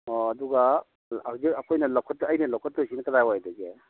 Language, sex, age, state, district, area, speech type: Manipuri, male, 45-60, Manipur, Imphal East, rural, conversation